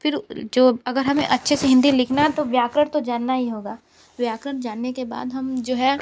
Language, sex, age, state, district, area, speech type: Hindi, female, 18-30, Uttar Pradesh, Sonbhadra, rural, spontaneous